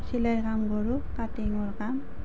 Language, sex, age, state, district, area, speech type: Assamese, female, 30-45, Assam, Nalbari, rural, spontaneous